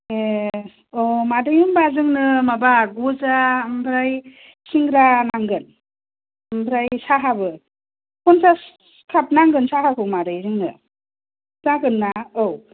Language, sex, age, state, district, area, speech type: Bodo, female, 30-45, Assam, Kokrajhar, rural, conversation